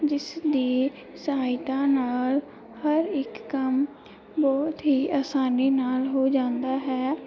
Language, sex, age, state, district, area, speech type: Punjabi, female, 18-30, Punjab, Pathankot, urban, spontaneous